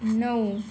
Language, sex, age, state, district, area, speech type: Marathi, female, 18-30, Maharashtra, Yavatmal, rural, read